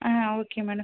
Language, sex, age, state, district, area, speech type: Tamil, female, 30-45, Tamil Nadu, Pudukkottai, rural, conversation